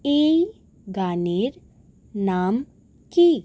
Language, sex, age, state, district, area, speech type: Bengali, female, 18-30, West Bengal, Howrah, urban, read